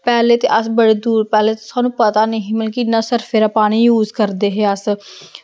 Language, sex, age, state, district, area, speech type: Dogri, female, 18-30, Jammu and Kashmir, Samba, rural, spontaneous